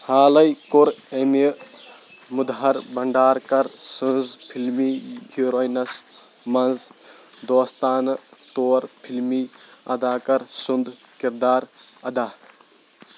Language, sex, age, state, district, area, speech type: Kashmiri, male, 18-30, Jammu and Kashmir, Shopian, rural, read